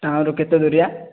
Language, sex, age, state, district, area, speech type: Odia, male, 18-30, Odisha, Subarnapur, urban, conversation